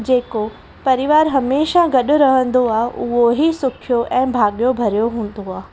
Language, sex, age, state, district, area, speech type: Sindhi, female, 18-30, Maharashtra, Mumbai Suburban, rural, spontaneous